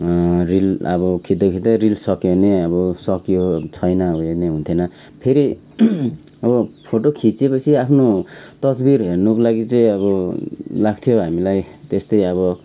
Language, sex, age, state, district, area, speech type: Nepali, male, 30-45, West Bengal, Kalimpong, rural, spontaneous